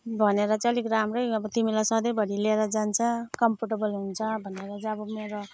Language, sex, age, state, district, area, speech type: Nepali, female, 30-45, West Bengal, Alipurduar, urban, spontaneous